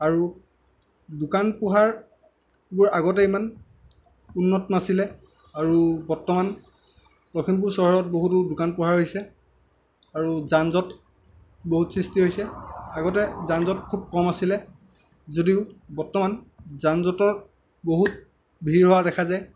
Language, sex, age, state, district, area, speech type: Assamese, male, 18-30, Assam, Lakhimpur, rural, spontaneous